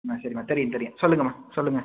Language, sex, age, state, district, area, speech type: Tamil, male, 60+, Tamil Nadu, Pudukkottai, rural, conversation